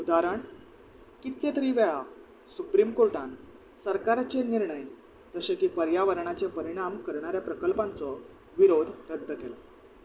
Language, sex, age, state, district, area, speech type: Goan Konkani, male, 18-30, Goa, Salcete, urban, spontaneous